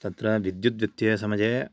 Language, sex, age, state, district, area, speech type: Sanskrit, male, 18-30, Karnataka, Chikkamagaluru, urban, spontaneous